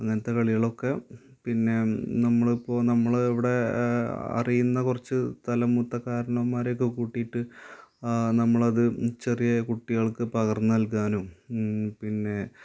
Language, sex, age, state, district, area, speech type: Malayalam, male, 30-45, Kerala, Malappuram, rural, spontaneous